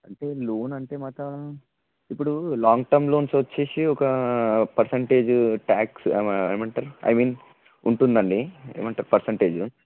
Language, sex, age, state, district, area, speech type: Telugu, male, 18-30, Telangana, Vikarabad, urban, conversation